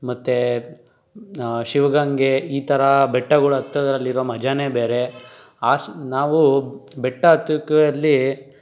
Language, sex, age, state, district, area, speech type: Kannada, male, 18-30, Karnataka, Tumkur, urban, spontaneous